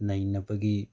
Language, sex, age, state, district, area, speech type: Manipuri, male, 30-45, Manipur, Bishnupur, rural, spontaneous